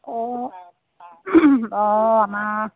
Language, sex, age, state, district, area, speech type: Assamese, female, 30-45, Assam, Charaideo, rural, conversation